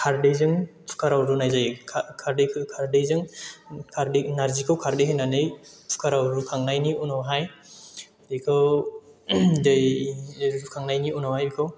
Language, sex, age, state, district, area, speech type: Bodo, male, 30-45, Assam, Chirang, rural, spontaneous